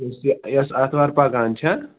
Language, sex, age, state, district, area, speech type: Kashmiri, male, 45-60, Jammu and Kashmir, Ganderbal, rural, conversation